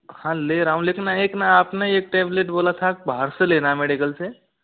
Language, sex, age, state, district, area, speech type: Hindi, male, 45-60, Rajasthan, Karauli, rural, conversation